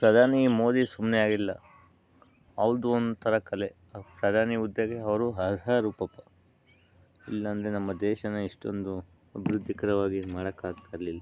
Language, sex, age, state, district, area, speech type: Kannada, male, 45-60, Karnataka, Bangalore Rural, urban, spontaneous